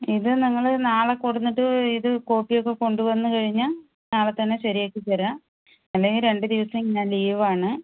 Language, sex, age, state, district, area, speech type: Malayalam, female, 60+, Kerala, Palakkad, rural, conversation